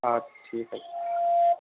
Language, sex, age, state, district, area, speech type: Kashmiri, male, 18-30, Jammu and Kashmir, Budgam, rural, conversation